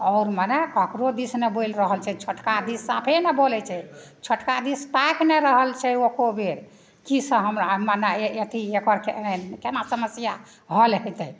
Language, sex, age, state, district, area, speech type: Maithili, female, 60+, Bihar, Madhepura, rural, spontaneous